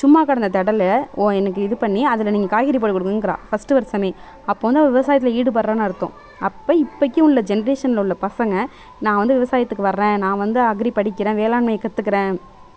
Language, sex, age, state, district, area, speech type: Tamil, female, 18-30, Tamil Nadu, Mayiladuthurai, rural, spontaneous